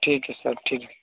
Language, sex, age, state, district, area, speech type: Hindi, male, 30-45, Uttar Pradesh, Mirzapur, rural, conversation